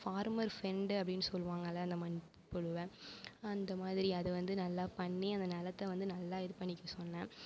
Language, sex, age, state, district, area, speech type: Tamil, female, 18-30, Tamil Nadu, Mayiladuthurai, urban, spontaneous